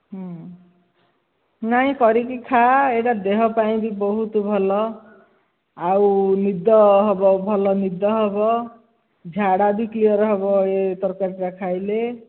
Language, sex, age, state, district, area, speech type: Odia, female, 60+, Odisha, Dhenkanal, rural, conversation